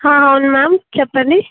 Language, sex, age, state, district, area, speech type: Telugu, female, 18-30, Telangana, Mahbubnagar, urban, conversation